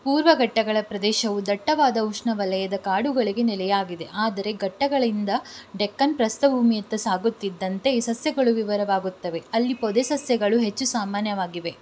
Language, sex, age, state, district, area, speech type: Kannada, female, 18-30, Karnataka, Tumkur, rural, read